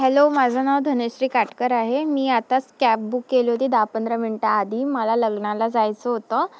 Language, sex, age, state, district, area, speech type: Marathi, female, 18-30, Maharashtra, Wardha, rural, spontaneous